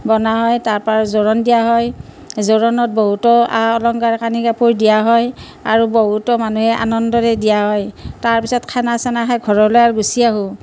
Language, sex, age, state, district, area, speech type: Assamese, female, 45-60, Assam, Nalbari, rural, spontaneous